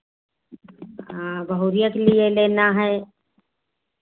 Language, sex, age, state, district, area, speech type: Hindi, female, 60+, Uttar Pradesh, Hardoi, rural, conversation